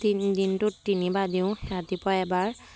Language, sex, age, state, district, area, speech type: Assamese, female, 18-30, Assam, Dibrugarh, rural, spontaneous